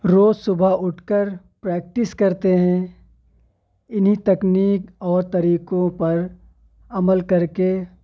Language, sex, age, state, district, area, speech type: Urdu, male, 18-30, Uttar Pradesh, Shahjahanpur, urban, spontaneous